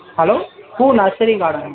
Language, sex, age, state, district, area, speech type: Tamil, male, 18-30, Tamil Nadu, Thanjavur, rural, conversation